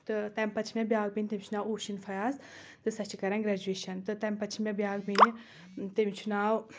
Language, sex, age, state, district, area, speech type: Kashmiri, female, 18-30, Jammu and Kashmir, Anantnag, urban, spontaneous